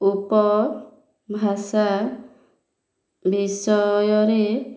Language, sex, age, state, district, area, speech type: Odia, female, 30-45, Odisha, Ganjam, urban, spontaneous